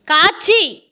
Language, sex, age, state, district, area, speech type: Tamil, female, 30-45, Tamil Nadu, Tirupattur, rural, read